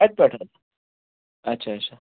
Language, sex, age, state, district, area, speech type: Kashmiri, male, 30-45, Jammu and Kashmir, Kupwara, rural, conversation